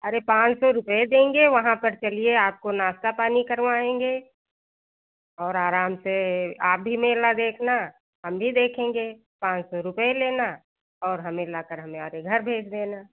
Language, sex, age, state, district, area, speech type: Hindi, female, 45-60, Uttar Pradesh, Lucknow, rural, conversation